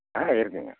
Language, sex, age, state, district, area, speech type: Tamil, male, 60+, Tamil Nadu, Namakkal, rural, conversation